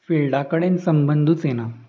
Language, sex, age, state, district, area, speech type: Goan Konkani, male, 18-30, Goa, Ponda, rural, spontaneous